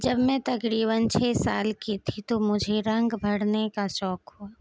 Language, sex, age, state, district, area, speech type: Urdu, female, 18-30, Bihar, Madhubani, rural, spontaneous